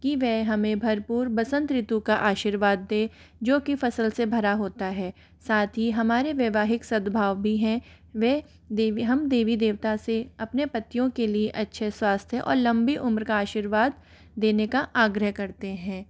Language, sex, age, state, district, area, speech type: Hindi, female, 30-45, Rajasthan, Jaipur, urban, spontaneous